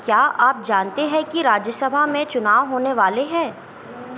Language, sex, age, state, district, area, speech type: Hindi, female, 18-30, Madhya Pradesh, Chhindwara, urban, read